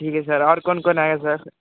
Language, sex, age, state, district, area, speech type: Hindi, male, 18-30, Uttar Pradesh, Mirzapur, urban, conversation